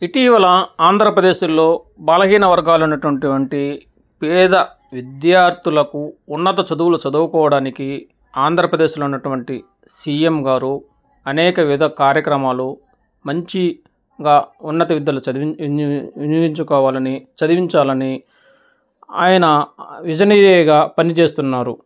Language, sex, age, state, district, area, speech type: Telugu, male, 30-45, Andhra Pradesh, Nellore, urban, spontaneous